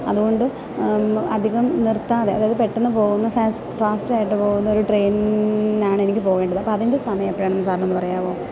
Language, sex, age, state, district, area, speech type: Malayalam, female, 45-60, Kerala, Kottayam, rural, spontaneous